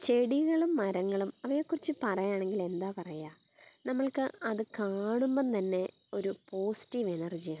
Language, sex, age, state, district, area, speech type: Malayalam, female, 30-45, Kerala, Kottayam, rural, spontaneous